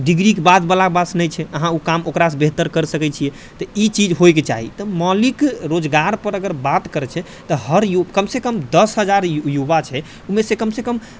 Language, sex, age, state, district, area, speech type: Maithili, male, 45-60, Bihar, Purnia, rural, spontaneous